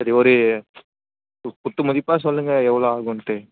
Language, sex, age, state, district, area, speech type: Tamil, male, 18-30, Tamil Nadu, Chennai, urban, conversation